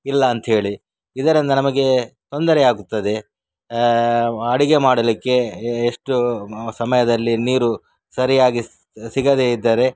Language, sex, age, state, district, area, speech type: Kannada, male, 60+, Karnataka, Udupi, rural, spontaneous